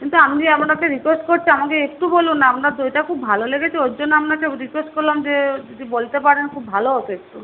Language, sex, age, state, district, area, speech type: Bengali, female, 18-30, West Bengal, Paschim Medinipur, rural, conversation